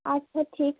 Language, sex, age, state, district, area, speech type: Bengali, female, 30-45, West Bengal, Hooghly, urban, conversation